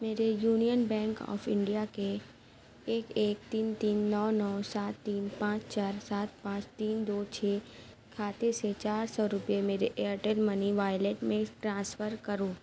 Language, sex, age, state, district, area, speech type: Urdu, other, 18-30, Uttar Pradesh, Mau, urban, read